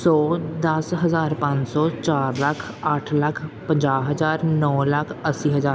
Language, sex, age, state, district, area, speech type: Punjabi, male, 18-30, Punjab, Pathankot, urban, spontaneous